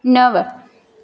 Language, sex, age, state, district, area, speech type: Sindhi, female, 18-30, Madhya Pradesh, Katni, rural, read